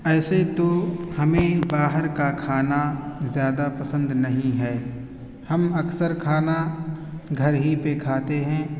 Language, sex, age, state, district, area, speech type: Urdu, male, 18-30, Uttar Pradesh, Siddharthnagar, rural, spontaneous